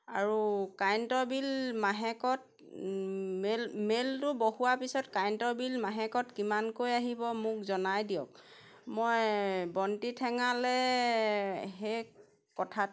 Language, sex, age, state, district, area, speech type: Assamese, female, 45-60, Assam, Golaghat, rural, spontaneous